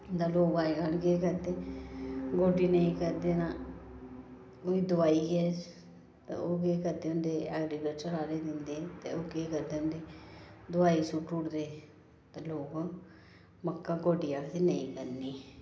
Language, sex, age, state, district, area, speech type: Dogri, female, 30-45, Jammu and Kashmir, Reasi, rural, spontaneous